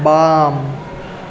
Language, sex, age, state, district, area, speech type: Maithili, male, 18-30, Bihar, Sitamarhi, rural, read